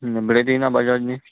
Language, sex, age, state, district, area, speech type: Gujarati, male, 30-45, Gujarat, Kutch, urban, conversation